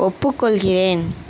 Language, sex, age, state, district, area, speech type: Tamil, female, 18-30, Tamil Nadu, Tirunelveli, rural, read